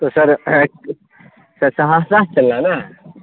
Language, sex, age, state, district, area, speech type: Urdu, male, 18-30, Bihar, Saharsa, rural, conversation